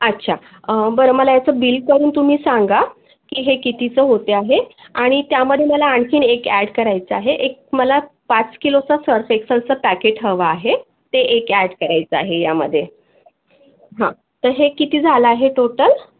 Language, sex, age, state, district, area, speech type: Marathi, female, 18-30, Maharashtra, Akola, urban, conversation